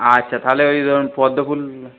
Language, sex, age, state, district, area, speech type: Bengali, male, 30-45, West Bengal, Darjeeling, rural, conversation